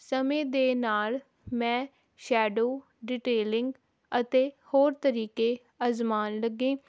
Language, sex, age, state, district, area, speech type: Punjabi, female, 18-30, Punjab, Hoshiarpur, rural, spontaneous